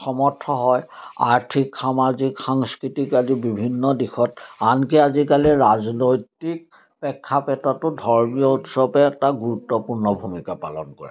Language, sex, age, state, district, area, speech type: Assamese, male, 60+, Assam, Majuli, urban, spontaneous